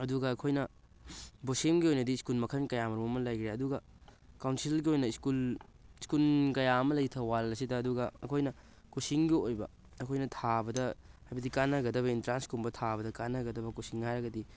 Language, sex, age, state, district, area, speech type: Manipuri, male, 18-30, Manipur, Thoubal, rural, spontaneous